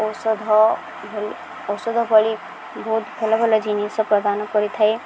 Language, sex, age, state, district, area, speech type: Odia, female, 18-30, Odisha, Subarnapur, urban, spontaneous